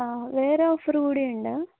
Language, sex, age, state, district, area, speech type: Malayalam, female, 18-30, Kerala, Kasaragod, rural, conversation